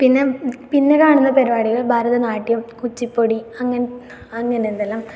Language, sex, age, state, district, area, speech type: Malayalam, female, 18-30, Kerala, Kasaragod, rural, spontaneous